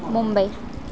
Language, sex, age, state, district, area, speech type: Nepali, female, 18-30, West Bengal, Darjeeling, rural, spontaneous